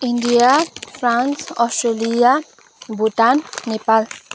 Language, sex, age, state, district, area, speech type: Nepali, female, 18-30, West Bengal, Kalimpong, rural, spontaneous